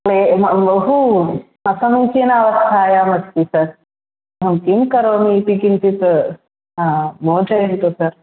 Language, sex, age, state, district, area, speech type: Sanskrit, female, 18-30, Kerala, Thrissur, urban, conversation